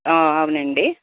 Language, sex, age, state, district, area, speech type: Telugu, female, 18-30, Andhra Pradesh, Palnadu, urban, conversation